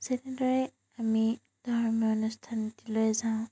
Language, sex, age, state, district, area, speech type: Assamese, female, 30-45, Assam, Majuli, urban, spontaneous